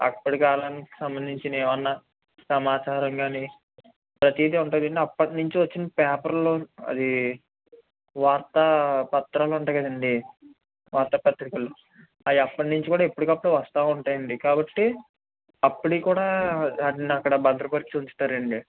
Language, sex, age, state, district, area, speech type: Telugu, male, 30-45, Andhra Pradesh, Konaseema, rural, conversation